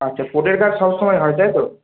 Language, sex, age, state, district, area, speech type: Bengali, male, 30-45, West Bengal, Purba Medinipur, rural, conversation